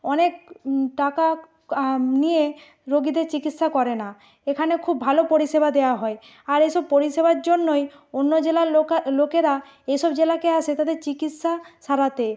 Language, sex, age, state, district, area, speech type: Bengali, female, 45-60, West Bengal, Nadia, rural, spontaneous